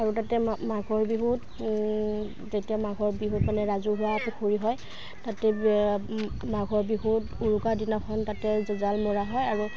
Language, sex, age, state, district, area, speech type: Assamese, female, 18-30, Assam, Udalguri, rural, spontaneous